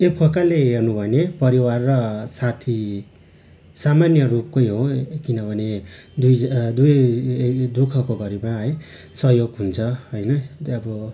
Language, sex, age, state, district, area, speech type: Nepali, male, 30-45, West Bengal, Darjeeling, rural, spontaneous